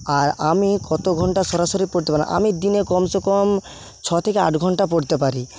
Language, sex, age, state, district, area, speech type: Bengali, male, 18-30, West Bengal, Paschim Medinipur, rural, spontaneous